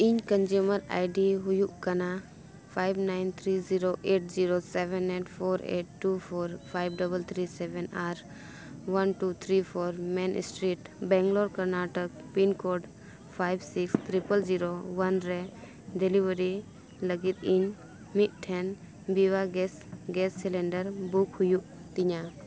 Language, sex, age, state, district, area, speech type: Santali, female, 18-30, Jharkhand, Bokaro, rural, read